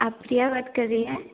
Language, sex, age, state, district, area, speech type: Hindi, female, 18-30, Madhya Pradesh, Narsinghpur, rural, conversation